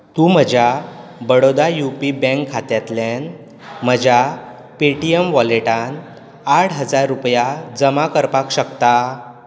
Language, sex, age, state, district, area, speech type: Goan Konkani, male, 18-30, Goa, Bardez, rural, read